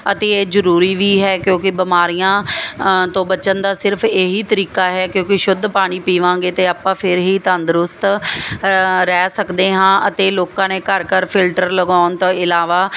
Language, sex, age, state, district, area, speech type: Punjabi, female, 30-45, Punjab, Muktsar, urban, spontaneous